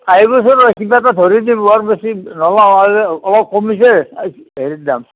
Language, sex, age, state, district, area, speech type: Assamese, male, 60+, Assam, Nalbari, rural, conversation